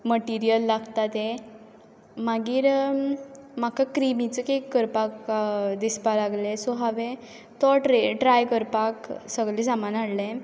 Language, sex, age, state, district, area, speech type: Goan Konkani, female, 18-30, Goa, Quepem, rural, spontaneous